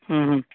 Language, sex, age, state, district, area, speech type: Gujarati, male, 18-30, Gujarat, Anand, urban, conversation